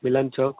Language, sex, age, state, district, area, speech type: Hindi, male, 18-30, Bihar, Begusarai, rural, conversation